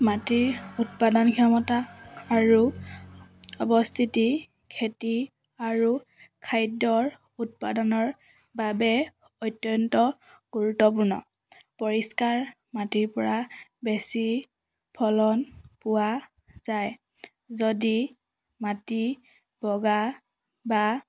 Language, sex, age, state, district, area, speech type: Assamese, female, 18-30, Assam, Charaideo, urban, spontaneous